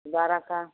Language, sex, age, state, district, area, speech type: Hindi, female, 60+, Uttar Pradesh, Ayodhya, rural, conversation